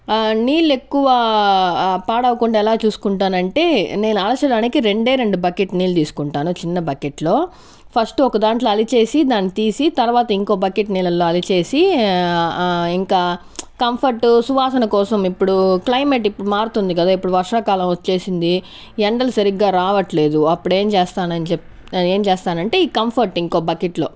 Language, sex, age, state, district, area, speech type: Telugu, female, 30-45, Andhra Pradesh, Sri Balaji, urban, spontaneous